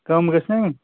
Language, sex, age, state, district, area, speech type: Kashmiri, male, 18-30, Jammu and Kashmir, Srinagar, urban, conversation